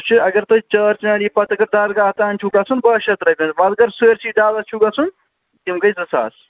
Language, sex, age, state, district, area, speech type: Kashmiri, male, 45-60, Jammu and Kashmir, Srinagar, urban, conversation